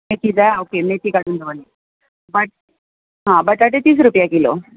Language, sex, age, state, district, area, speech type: Goan Konkani, female, 45-60, Goa, Bardez, rural, conversation